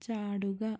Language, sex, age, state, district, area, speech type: Malayalam, female, 30-45, Kerala, Wayanad, rural, read